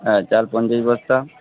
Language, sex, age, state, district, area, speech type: Bengali, male, 18-30, West Bengal, Darjeeling, urban, conversation